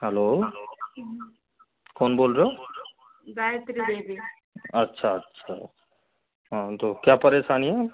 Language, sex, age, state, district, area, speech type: Hindi, male, 30-45, Rajasthan, Karauli, rural, conversation